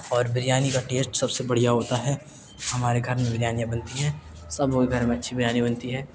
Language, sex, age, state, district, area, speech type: Urdu, male, 18-30, Delhi, East Delhi, rural, spontaneous